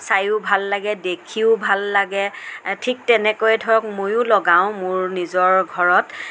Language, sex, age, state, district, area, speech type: Assamese, female, 45-60, Assam, Nagaon, rural, spontaneous